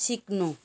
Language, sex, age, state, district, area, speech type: Nepali, female, 60+, West Bengal, Jalpaiguri, rural, read